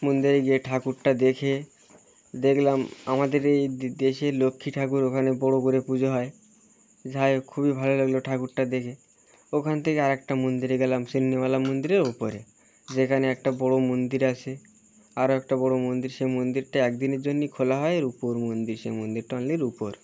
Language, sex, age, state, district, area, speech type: Bengali, male, 30-45, West Bengal, Birbhum, urban, spontaneous